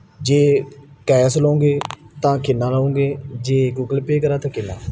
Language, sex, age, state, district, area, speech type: Punjabi, male, 18-30, Punjab, Mansa, rural, spontaneous